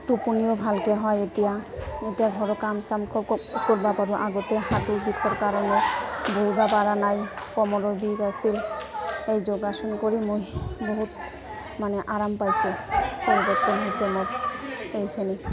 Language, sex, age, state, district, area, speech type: Assamese, female, 30-45, Assam, Goalpara, rural, spontaneous